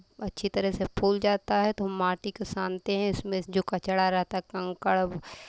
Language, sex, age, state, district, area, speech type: Hindi, female, 30-45, Uttar Pradesh, Pratapgarh, rural, spontaneous